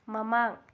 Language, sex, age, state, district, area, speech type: Manipuri, female, 30-45, Manipur, Bishnupur, rural, read